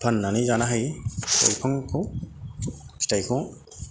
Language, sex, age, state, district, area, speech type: Bodo, male, 45-60, Assam, Kokrajhar, rural, spontaneous